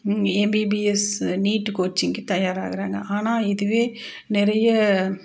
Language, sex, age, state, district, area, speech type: Tamil, female, 45-60, Tamil Nadu, Coimbatore, urban, spontaneous